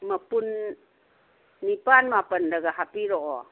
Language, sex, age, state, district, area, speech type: Manipuri, female, 60+, Manipur, Kangpokpi, urban, conversation